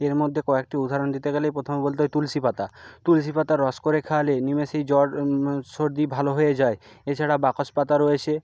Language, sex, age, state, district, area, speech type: Bengali, male, 60+, West Bengal, Jhargram, rural, spontaneous